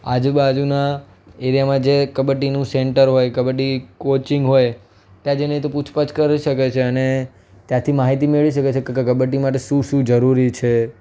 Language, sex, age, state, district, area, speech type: Gujarati, male, 18-30, Gujarat, Anand, urban, spontaneous